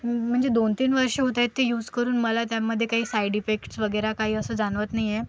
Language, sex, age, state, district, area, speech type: Marathi, female, 18-30, Maharashtra, Akola, rural, spontaneous